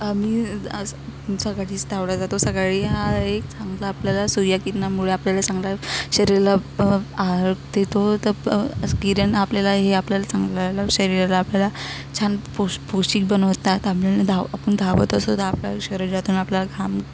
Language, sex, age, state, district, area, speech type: Marathi, female, 30-45, Maharashtra, Wardha, rural, spontaneous